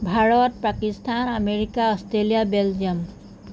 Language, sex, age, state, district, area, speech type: Assamese, female, 45-60, Assam, Jorhat, urban, spontaneous